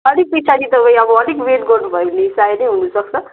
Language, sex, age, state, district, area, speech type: Nepali, female, 30-45, West Bengal, Kalimpong, rural, conversation